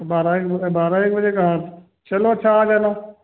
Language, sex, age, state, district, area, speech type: Hindi, male, 45-60, Uttar Pradesh, Hardoi, rural, conversation